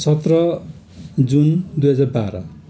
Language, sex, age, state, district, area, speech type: Nepali, male, 60+, West Bengal, Darjeeling, rural, spontaneous